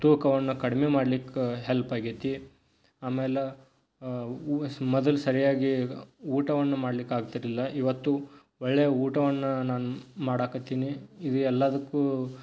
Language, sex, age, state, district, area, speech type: Kannada, male, 18-30, Karnataka, Dharwad, urban, spontaneous